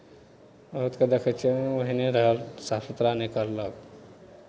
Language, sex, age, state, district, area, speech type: Maithili, male, 45-60, Bihar, Madhepura, rural, spontaneous